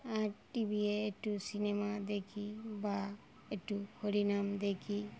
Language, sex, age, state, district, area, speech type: Bengali, female, 60+, West Bengal, Darjeeling, rural, spontaneous